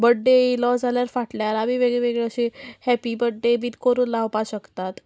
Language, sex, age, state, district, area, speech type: Goan Konkani, female, 18-30, Goa, Murmgao, rural, spontaneous